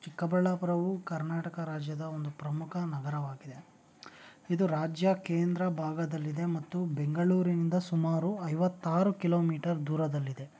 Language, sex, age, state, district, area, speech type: Kannada, male, 18-30, Karnataka, Chikkaballapur, rural, spontaneous